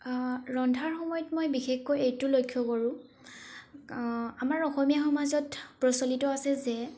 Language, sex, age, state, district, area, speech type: Assamese, female, 18-30, Assam, Tinsukia, urban, spontaneous